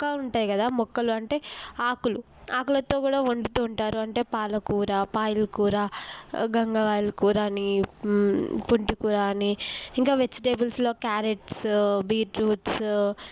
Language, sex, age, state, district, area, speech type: Telugu, female, 18-30, Telangana, Mahbubnagar, urban, spontaneous